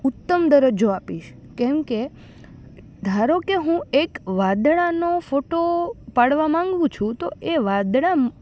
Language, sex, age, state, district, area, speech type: Gujarati, female, 18-30, Gujarat, Rajkot, urban, spontaneous